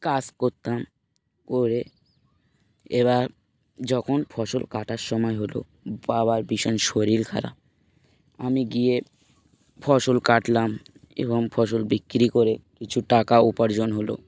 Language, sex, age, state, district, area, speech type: Bengali, male, 18-30, West Bengal, Dakshin Dinajpur, urban, spontaneous